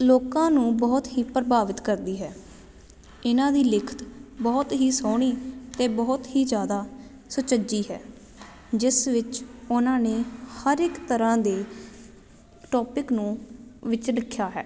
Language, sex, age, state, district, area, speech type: Punjabi, female, 18-30, Punjab, Jalandhar, urban, spontaneous